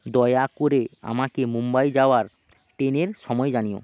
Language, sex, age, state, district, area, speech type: Bengali, male, 18-30, West Bengal, Jalpaiguri, rural, read